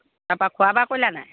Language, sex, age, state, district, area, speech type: Assamese, female, 30-45, Assam, Lakhimpur, rural, conversation